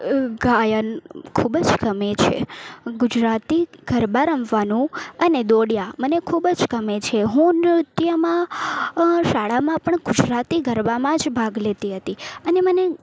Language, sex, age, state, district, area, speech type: Gujarati, female, 18-30, Gujarat, Valsad, rural, spontaneous